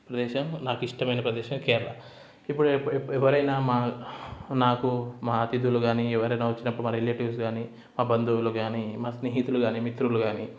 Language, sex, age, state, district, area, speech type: Telugu, male, 30-45, Telangana, Hyderabad, rural, spontaneous